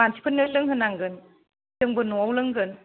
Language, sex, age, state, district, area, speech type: Bodo, female, 60+, Assam, Kokrajhar, rural, conversation